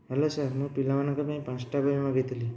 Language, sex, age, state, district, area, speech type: Odia, male, 30-45, Odisha, Nayagarh, rural, spontaneous